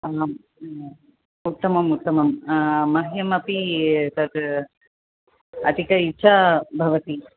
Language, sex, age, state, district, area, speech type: Sanskrit, female, 30-45, Tamil Nadu, Chennai, urban, conversation